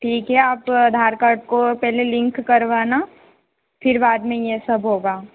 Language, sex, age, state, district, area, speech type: Hindi, female, 18-30, Madhya Pradesh, Harda, urban, conversation